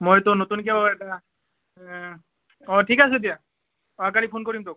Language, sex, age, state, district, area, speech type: Assamese, male, 18-30, Assam, Barpeta, rural, conversation